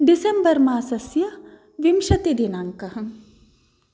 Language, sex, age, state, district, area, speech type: Sanskrit, female, 18-30, Karnataka, Dakshina Kannada, rural, spontaneous